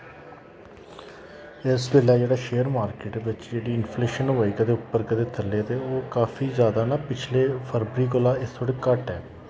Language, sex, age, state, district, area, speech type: Dogri, male, 30-45, Jammu and Kashmir, Jammu, rural, spontaneous